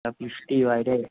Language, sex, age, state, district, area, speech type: Bengali, male, 18-30, West Bengal, Kolkata, urban, conversation